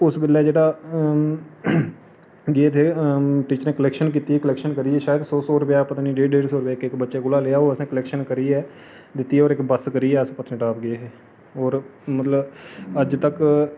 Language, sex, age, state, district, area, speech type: Dogri, male, 30-45, Jammu and Kashmir, Reasi, urban, spontaneous